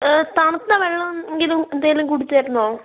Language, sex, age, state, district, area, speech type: Malayalam, female, 30-45, Kerala, Wayanad, rural, conversation